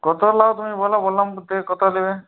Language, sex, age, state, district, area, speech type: Bengali, male, 45-60, West Bengal, Purulia, urban, conversation